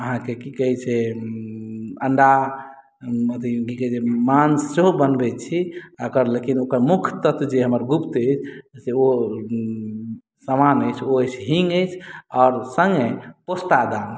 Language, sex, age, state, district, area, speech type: Maithili, male, 30-45, Bihar, Madhubani, rural, spontaneous